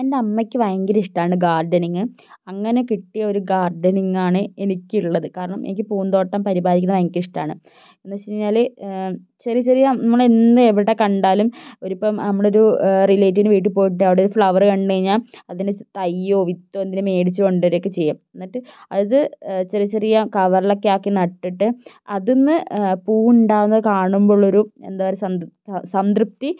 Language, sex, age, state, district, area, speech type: Malayalam, female, 30-45, Kerala, Wayanad, rural, spontaneous